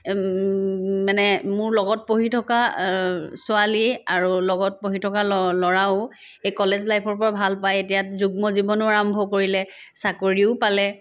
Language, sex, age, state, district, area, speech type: Assamese, female, 30-45, Assam, Sivasagar, rural, spontaneous